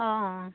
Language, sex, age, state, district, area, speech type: Assamese, female, 30-45, Assam, Lakhimpur, rural, conversation